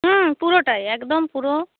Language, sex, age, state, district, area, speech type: Bengali, female, 30-45, West Bengal, Purba Medinipur, rural, conversation